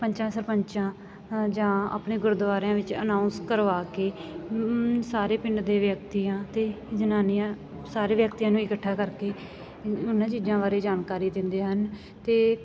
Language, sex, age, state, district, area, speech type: Punjabi, female, 18-30, Punjab, Sangrur, rural, spontaneous